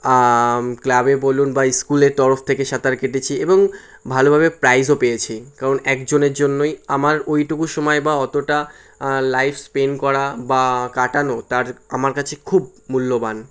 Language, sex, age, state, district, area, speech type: Bengali, male, 18-30, West Bengal, Kolkata, urban, spontaneous